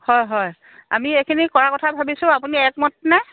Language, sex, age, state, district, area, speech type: Assamese, female, 45-60, Assam, Lakhimpur, rural, conversation